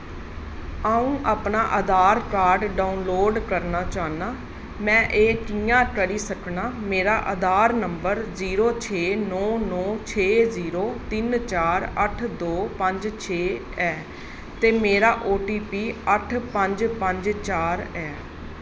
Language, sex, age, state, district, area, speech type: Dogri, female, 30-45, Jammu and Kashmir, Jammu, urban, read